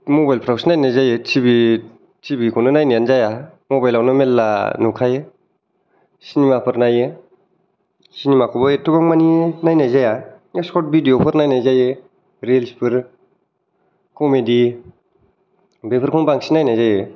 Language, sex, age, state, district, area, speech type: Bodo, male, 18-30, Assam, Kokrajhar, urban, spontaneous